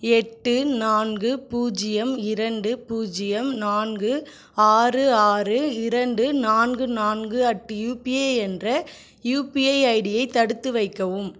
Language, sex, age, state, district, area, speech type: Tamil, female, 18-30, Tamil Nadu, Cuddalore, urban, read